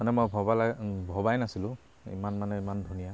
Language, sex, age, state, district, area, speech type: Assamese, male, 30-45, Assam, Charaideo, urban, spontaneous